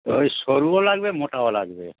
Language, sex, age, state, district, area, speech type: Bengali, male, 60+, West Bengal, Hooghly, rural, conversation